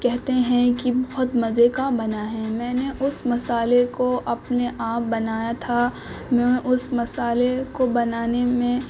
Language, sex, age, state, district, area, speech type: Urdu, female, 18-30, Uttar Pradesh, Gautam Buddha Nagar, urban, spontaneous